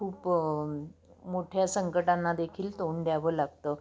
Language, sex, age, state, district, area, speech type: Marathi, female, 60+, Maharashtra, Nashik, urban, spontaneous